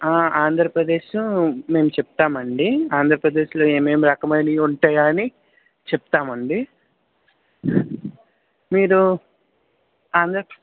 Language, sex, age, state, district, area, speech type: Telugu, male, 18-30, Andhra Pradesh, N T Rama Rao, urban, conversation